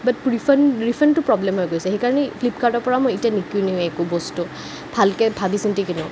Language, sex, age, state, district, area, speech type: Assamese, female, 18-30, Assam, Kamrup Metropolitan, urban, spontaneous